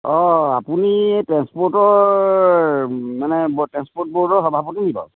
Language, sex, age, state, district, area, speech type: Assamese, male, 60+, Assam, Golaghat, urban, conversation